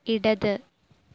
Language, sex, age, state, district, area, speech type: Malayalam, female, 18-30, Kerala, Ernakulam, rural, read